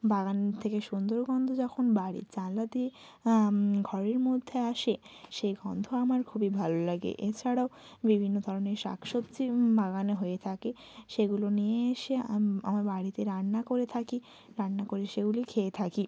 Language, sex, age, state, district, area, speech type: Bengali, female, 18-30, West Bengal, Bankura, urban, spontaneous